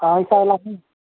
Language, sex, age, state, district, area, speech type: Hindi, male, 30-45, Bihar, Begusarai, rural, conversation